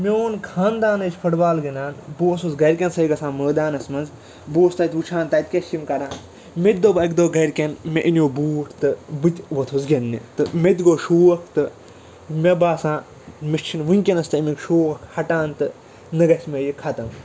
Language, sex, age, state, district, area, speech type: Kashmiri, male, 18-30, Jammu and Kashmir, Ganderbal, rural, spontaneous